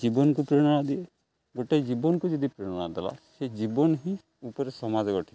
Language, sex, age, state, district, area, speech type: Odia, male, 45-60, Odisha, Jagatsinghpur, urban, spontaneous